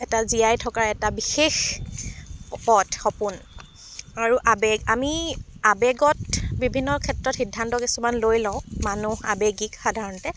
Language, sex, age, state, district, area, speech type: Assamese, female, 18-30, Assam, Dibrugarh, rural, spontaneous